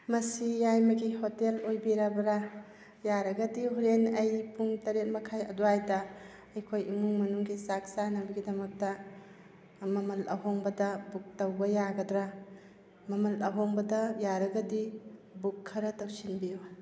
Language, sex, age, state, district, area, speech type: Manipuri, female, 45-60, Manipur, Kakching, rural, spontaneous